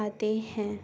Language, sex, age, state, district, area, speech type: Urdu, female, 18-30, Bihar, Gaya, urban, spontaneous